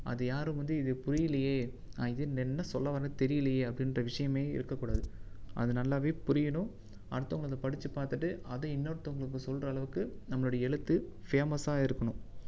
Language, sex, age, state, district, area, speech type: Tamil, male, 18-30, Tamil Nadu, Viluppuram, urban, spontaneous